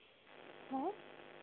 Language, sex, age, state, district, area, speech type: Hindi, female, 30-45, Madhya Pradesh, Ujjain, urban, conversation